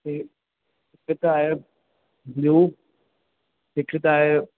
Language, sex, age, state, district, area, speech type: Sindhi, male, 18-30, Rajasthan, Ajmer, rural, conversation